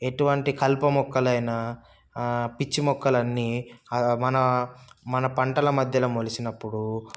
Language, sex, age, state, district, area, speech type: Telugu, male, 30-45, Telangana, Sangareddy, urban, spontaneous